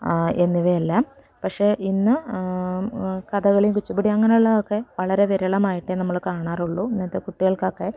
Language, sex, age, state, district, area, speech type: Malayalam, female, 30-45, Kerala, Malappuram, rural, spontaneous